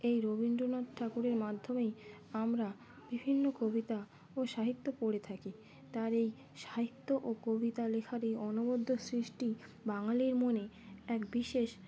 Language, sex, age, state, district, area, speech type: Bengali, female, 18-30, West Bengal, Birbhum, urban, spontaneous